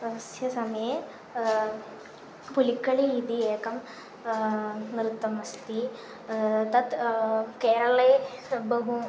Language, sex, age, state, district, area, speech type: Sanskrit, female, 18-30, Kerala, Kannur, rural, spontaneous